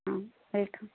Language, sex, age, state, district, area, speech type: Tamil, female, 30-45, Tamil Nadu, Madurai, urban, conversation